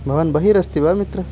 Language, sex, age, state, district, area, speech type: Sanskrit, male, 18-30, Odisha, Khordha, urban, spontaneous